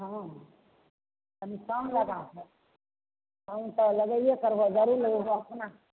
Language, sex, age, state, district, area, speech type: Maithili, female, 60+, Bihar, Begusarai, rural, conversation